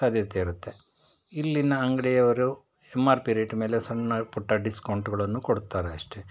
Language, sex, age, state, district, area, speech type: Kannada, male, 45-60, Karnataka, Shimoga, rural, spontaneous